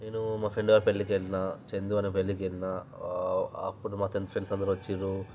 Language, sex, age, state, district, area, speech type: Telugu, male, 18-30, Telangana, Vikarabad, urban, spontaneous